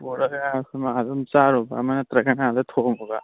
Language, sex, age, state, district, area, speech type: Manipuri, male, 18-30, Manipur, Churachandpur, rural, conversation